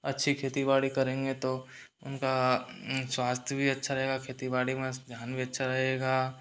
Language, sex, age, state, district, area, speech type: Hindi, male, 30-45, Rajasthan, Karauli, rural, spontaneous